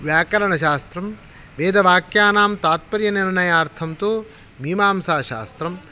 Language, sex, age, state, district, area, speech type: Sanskrit, male, 45-60, Karnataka, Shimoga, rural, spontaneous